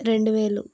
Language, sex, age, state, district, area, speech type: Telugu, female, 30-45, Andhra Pradesh, Vizianagaram, rural, spontaneous